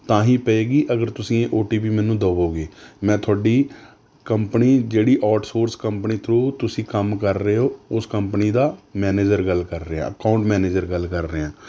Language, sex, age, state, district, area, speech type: Punjabi, male, 30-45, Punjab, Rupnagar, rural, spontaneous